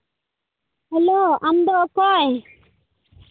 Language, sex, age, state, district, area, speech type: Santali, male, 30-45, Jharkhand, Pakur, rural, conversation